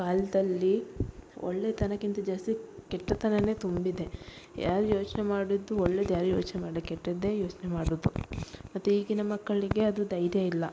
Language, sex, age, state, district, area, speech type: Kannada, female, 30-45, Karnataka, Udupi, rural, spontaneous